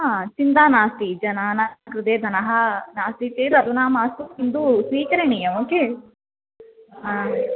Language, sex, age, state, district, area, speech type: Sanskrit, female, 18-30, Kerala, Thrissur, urban, conversation